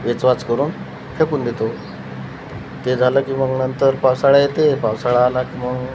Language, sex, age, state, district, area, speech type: Marathi, male, 30-45, Maharashtra, Washim, rural, spontaneous